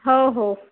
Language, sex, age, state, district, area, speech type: Marathi, female, 18-30, Maharashtra, Wardha, rural, conversation